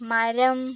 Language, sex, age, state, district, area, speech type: Malayalam, female, 30-45, Kerala, Kozhikode, urban, read